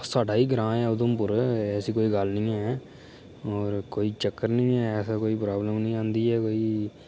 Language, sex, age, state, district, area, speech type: Dogri, male, 30-45, Jammu and Kashmir, Udhampur, rural, spontaneous